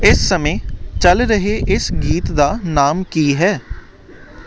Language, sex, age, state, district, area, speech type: Punjabi, male, 18-30, Punjab, Hoshiarpur, urban, read